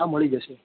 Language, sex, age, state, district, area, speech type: Gujarati, male, 18-30, Gujarat, Ahmedabad, urban, conversation